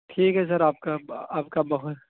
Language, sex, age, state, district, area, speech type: Urdu, male, 18-30, Uttar Pradesh, Saharanpur, urban, conversation